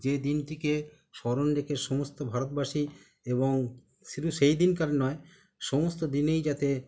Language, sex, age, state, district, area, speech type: Bengali, male, 45-60, West Bengal, Howrah, urban, spontaneous